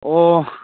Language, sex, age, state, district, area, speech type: Manipuri, male, 45-60, Manipur, Chandel, rural, conversation